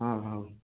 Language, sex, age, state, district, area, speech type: Odia, male, 18-30, Odisha, Koraput, urban, conversation